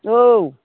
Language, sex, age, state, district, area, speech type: Bodo, female, 60+, Assam, Chirang, rural, conversation